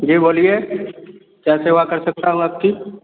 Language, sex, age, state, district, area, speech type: Hindi, male, 18-30, Uttar Pradesh, Azamgarh, rural, conversation